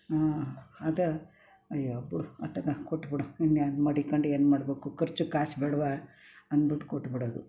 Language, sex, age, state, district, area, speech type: Kannada, female, 60+, Karnataka, Mysore, rural, spontaneous